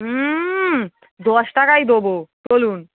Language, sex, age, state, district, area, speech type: Bengali, female, 18-30, West Bengal, Darjeeling, rural, conversation